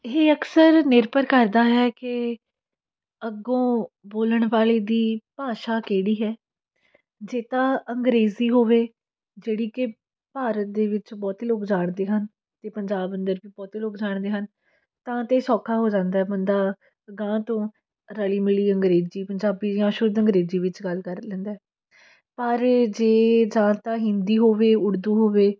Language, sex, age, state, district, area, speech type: Punjabi, female, 18-30, Punjab, Fatehgarh Sahib, urban, spontaneous